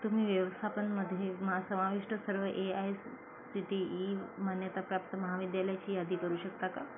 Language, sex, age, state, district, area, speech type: Marathi, female, 45-60, Maharashtra, Nagpur, urban, read